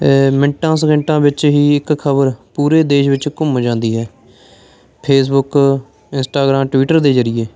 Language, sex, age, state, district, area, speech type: Punjabi, male, 18-30, Punjab, Fatehgarh Sahib, urban, spontaneous